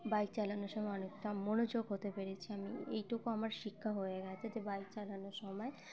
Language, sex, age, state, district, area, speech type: Bengali, female, 18-30, West Bengal, Uttar Dinajpur, urban, spontaneous